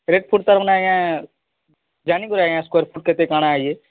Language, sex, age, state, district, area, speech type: Odia, male, 45-60, Odisha, Nuapada, urban, conversation